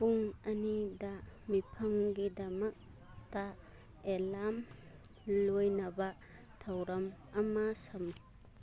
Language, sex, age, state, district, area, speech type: Manipuri, female, 30-45, Manipur, Churachandpur, rural, read